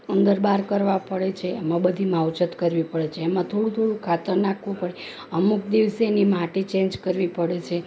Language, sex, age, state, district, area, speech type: Gujarati, female, 30-45, Gujarat, Rajkot, rural, spontaneous